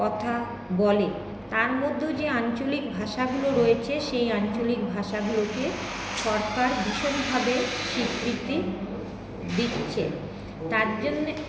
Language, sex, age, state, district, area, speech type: Bengali, female, 30-45, West Bengal, Paschim Bardhaman, urban, spontaneous